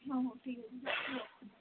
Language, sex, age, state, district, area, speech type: Odia, female, 18-30, Odisha, Sundergarh, urban, conversation